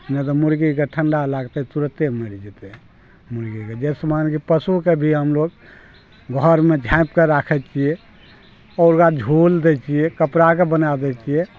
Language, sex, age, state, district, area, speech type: Maithili, male, 60+, Bihar, Araria, rural, spontaneous